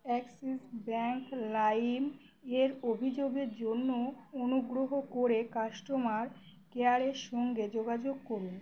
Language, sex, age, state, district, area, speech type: Bengali, female, 18-30, West Bengal, Uttar Dinajpur, urban, read